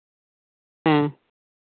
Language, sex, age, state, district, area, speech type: Santali, male, 30-45, Jharkhand, Seraikela Kharsawan, rural, conversation